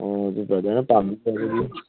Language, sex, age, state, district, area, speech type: Manipuri, male, 18-30, Manipur, Kangpokpi, urban, conversation